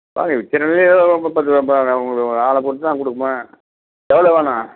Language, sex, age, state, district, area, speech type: Tamil, male, 60+, Tamil Nadu, Perambalur, rural, conversation